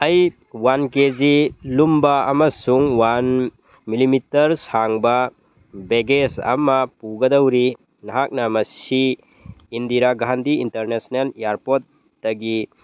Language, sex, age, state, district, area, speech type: Manipuri, male, 18-30, Manipur, Churachandpur, rural, read